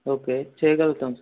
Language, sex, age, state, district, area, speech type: Telugu, male, 18-30, Telangana, Suryapet, urban, conversation